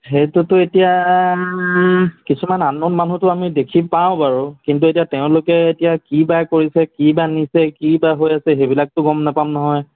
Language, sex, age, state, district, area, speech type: Assamese, male, 45-60, Assam, Morigaon, rural, conversation